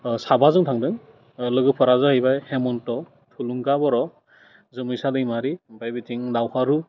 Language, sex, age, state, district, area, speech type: Bodo, male, 18-30, Assam, Udalguri, urban, spontaneous